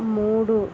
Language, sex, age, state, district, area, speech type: Telugu, female, 30-45, Andhra Pradesh, East Godavari, rural, spontaneous